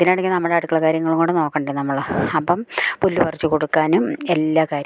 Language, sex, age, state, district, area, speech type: Malayalam, female, 45-60, Kerala, Idukki, rural, spontaneous